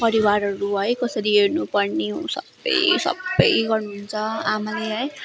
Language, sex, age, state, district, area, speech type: Nepali, female, 18-30, West Bengal, Darjeeling, rural, spontaneous